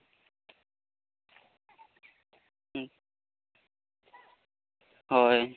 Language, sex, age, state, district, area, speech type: Santali, male, 18-30, West Bengal, Jhargram, rural, conversation